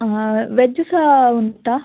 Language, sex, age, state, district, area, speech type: Kannada, female, 18-30, Karnataka, Udupi, rural, conversation